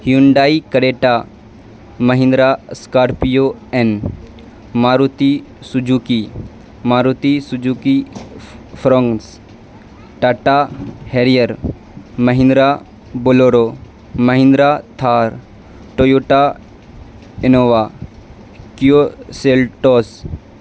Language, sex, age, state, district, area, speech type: Urdu, male, 18-30, Bihar, Supaul, rural, spontaneous